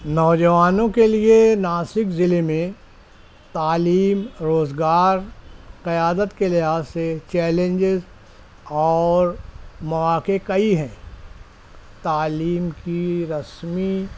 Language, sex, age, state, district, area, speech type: Urdu, male, 30-45, Maharashtra, Nashik, urban, spontaneous